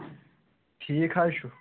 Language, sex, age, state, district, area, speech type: Kashmiri, male, 18-30, Jammu and Kashmir, Pulwama, urban, conversation